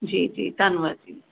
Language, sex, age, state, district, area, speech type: Punjabi, female, 30-45, Punjab, Mohali, urban, conversation